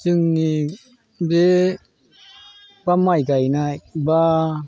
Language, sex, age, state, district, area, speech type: Bodo, male, 45-60, Assam, Chirang, rural, spontaneous